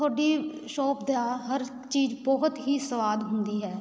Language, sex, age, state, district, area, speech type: Punjabi, female, 18-30, Punjab, Patiala, urban, spontaneous